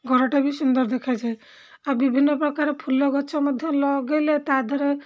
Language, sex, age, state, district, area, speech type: Odia, female, 45-60, Odisha, Rayagada, rural, spontaneous